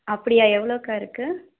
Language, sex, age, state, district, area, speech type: Tamil, female, 30-45, Tamil Nadu, Madurai, urban, conversation